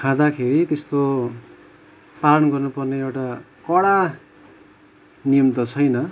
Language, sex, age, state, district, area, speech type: Nepali, male, 30-45, West Bengal, Kalimpong, rural, spontaneous